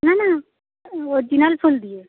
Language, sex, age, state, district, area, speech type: Bengali, female, 45-60, West Bengal, Uttar Dinajpur, urban, conversation